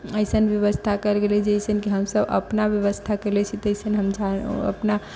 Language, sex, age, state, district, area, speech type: Maithili, female, 30-45, Bihar, Sitamarhi, rural, spontaneous